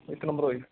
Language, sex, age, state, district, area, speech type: Punjabi, male, 30-45, Punjab, Mansa, urban, conversation